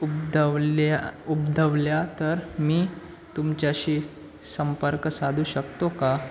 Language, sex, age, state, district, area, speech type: Marathi, male, 18-30, Maharashtra, Ratnagiri, rural, spontaneous